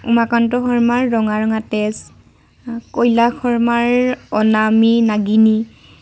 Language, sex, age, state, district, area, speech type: Assamese, female, 18-30, Assam, Lakhimpur, rural, spontaneous